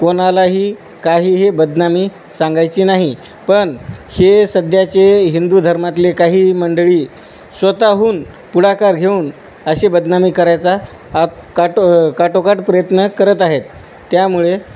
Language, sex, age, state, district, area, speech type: Marathi, male, 45-60, Maharashtra, Nanded, rural, spontaneous